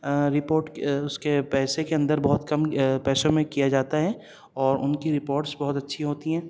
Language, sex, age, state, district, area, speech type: Urdu, female, 30-45, Delhi, Central Delhi, urban, spontaneous